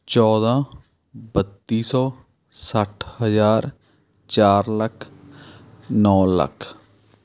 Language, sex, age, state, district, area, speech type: Punjabi, male, 30-45, Punjab, Mohali, urban, spontaneous